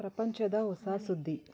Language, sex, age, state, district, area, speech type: Kannada, female, 30-45, Karnataka, Mysore, rural, read